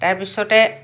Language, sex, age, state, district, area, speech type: Assamese, female, 60+, Assam, Lakhimpur, urban, spontaneous